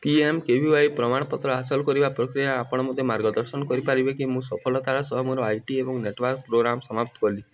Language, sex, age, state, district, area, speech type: Odia, male, 18-30, Odisha, Nuapada, urban, read